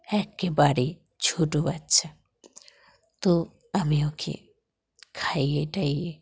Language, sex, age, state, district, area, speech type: Bengali, female, 45-60, West Bengal, Dakshin Dinajpur, urban, spontaneous